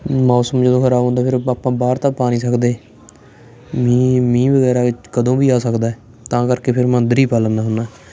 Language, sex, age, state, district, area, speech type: Punjabi, male, 18-30, Punjab, Fatehgarh Sahib, urban, spontaneous